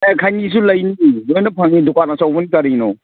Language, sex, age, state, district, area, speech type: Manipuri, male, 45-60, Manipur, Kangpokpi, urban, conversation